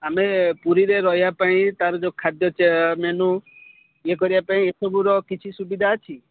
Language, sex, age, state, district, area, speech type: Odia, male, 18-30, Odisha, Kendrapara, urban, conversation